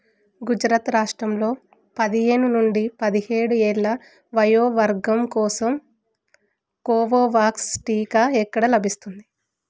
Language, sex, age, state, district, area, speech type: Telugu, female, 18-30, Telangana, Yadadri Bhuvanagiri, rural, read